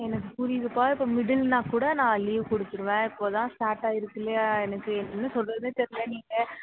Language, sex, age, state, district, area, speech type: Tamil, female, 18-30, Tamil Nadu, Tirunelveli, rural, conversation